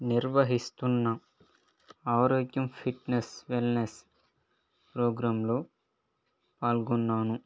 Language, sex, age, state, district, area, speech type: Telugu, male, 30-45, Andhra Pradesh, Chittoor, rural, spontaneous